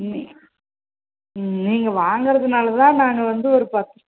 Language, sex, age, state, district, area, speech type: Tamil, female, 30-45, Tamil Nadu, Salem, rural, conversation